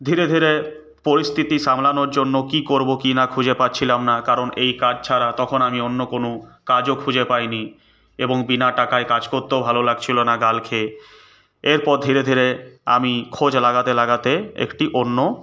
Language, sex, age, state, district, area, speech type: Bengali, male, 18-30, West Bengal, Purulia, urban, spontaneous